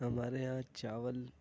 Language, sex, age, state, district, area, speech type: Urdu, male, 18-30, Uttar Pradesh, Gautam Buddha Nagar, rural, spontaneous